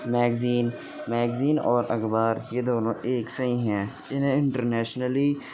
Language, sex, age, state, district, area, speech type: Urdu, male, 18-30, Uttar Pradesh, Gautam Buddha Nagar, rural, spontaneous